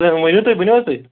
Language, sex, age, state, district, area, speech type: Kashmiri, male, 45-60, Jammu and Kashmir, Kulgam, urban, conversation